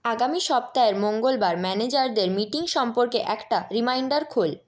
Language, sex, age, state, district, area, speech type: Bengali, female, 18-30, West Bengal, Purulia, urban, read